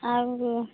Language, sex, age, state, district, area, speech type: Odia, female, 30-45, Odisha, Sambalpur, rural, conversation